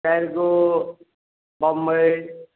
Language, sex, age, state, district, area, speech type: Maithili, male, 45-60, Bihar, Darbhanga, rural, conversation